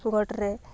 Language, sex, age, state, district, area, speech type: Santali, female, 30-45, West Bengal, Purulia, rural, spontaneous